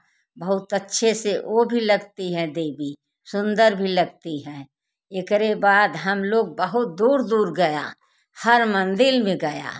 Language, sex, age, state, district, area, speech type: Hindi, female, 60+, Uttar Pradesh, Jaunpur, rural, spontaneous